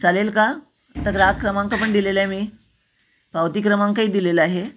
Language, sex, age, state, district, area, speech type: Marathi, female, 60+, Maharashtra, Nashik, urban, spontaneous